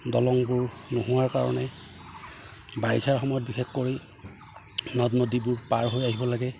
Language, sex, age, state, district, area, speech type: Assamese, male, 45-60, Assam, Udalguri, rural, spontaneous